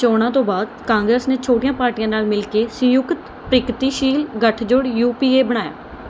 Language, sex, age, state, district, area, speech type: Punjabi, female, 18-30, Punjab, Mohali, rural, read